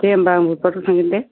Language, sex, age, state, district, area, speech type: Bodo, female, 60+, Assam, Udalguri, rural, conversation